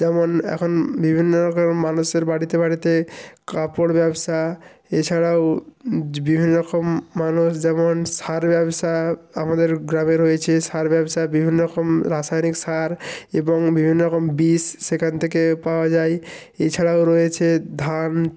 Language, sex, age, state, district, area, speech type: Bengali, male, 30-45, West Bengal, Jalpaiguri, rural, spontaneous